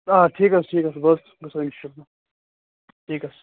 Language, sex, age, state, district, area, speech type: Kashmiri, female, 18-30, Jammu and Kashmir, Kupwara, rural, conversation